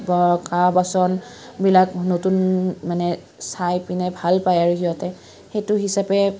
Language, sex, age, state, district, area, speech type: Assamese, female, 30-45, Assam, Kamrup Metropolitan, urban, spontaneous